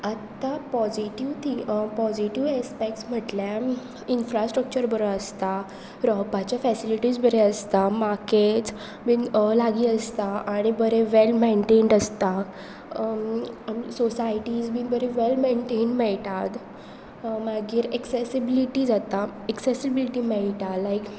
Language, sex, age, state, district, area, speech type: Goan Konkani, female, 18-30, Goa, Pernem, rural, spontaneous